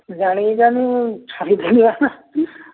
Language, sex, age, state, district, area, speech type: Odia, male, 45-60, Odisha, Nabarangpur, rural, conversation